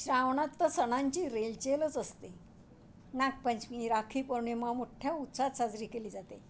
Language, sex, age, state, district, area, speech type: Marathi, female, 60+, Maharashtra, Pune, urban, spontaneous